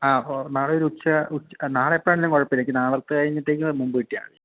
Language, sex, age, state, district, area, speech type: Malayalam, male, 18-30, Kerala, Idukki, rural, conversation